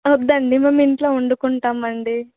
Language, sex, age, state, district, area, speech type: Telugu, female, 18-30, Telangana, Medak, urban, conversation